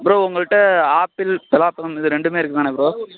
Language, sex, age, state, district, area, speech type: Tamil, male, 18-30, Tamil Nadu, Perambalur, rural, conversation